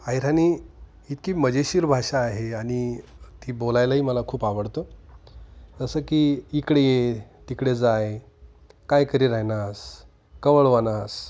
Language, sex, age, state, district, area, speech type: Marathi, male, 45-60, Maharashtra, Nashik, urban, spontaneous